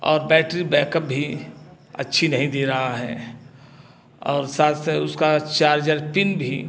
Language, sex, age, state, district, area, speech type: Hindi, male, 60+, Uttar Pradesh, Bhadohi, urban, spontaneous